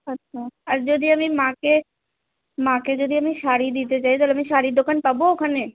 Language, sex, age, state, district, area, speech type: Bengali, female, 18-30, West Bengal, Kolkata, urban, conversation